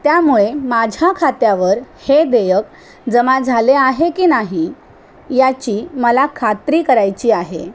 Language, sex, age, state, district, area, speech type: Marathi, female, 45-60, Maharashtra, Thane, rural, spontaneous